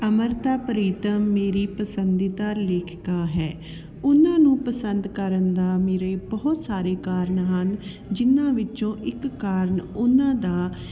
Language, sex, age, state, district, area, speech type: Punjabi, female, 30-45, Punjab, Patiala, urban, spontaneous